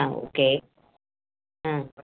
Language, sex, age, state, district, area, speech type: Tamil, female, 60+, Tamil Nadu, Salem, rural, conversation